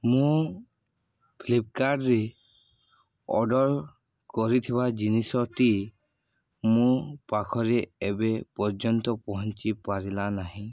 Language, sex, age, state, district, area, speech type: Odia, male, 18-30, Odisha, Balangir, urban, spontaneous